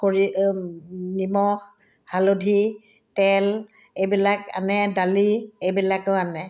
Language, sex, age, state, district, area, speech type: Assamese, female, 60+, Assam, Udalguri, rural, spontaneous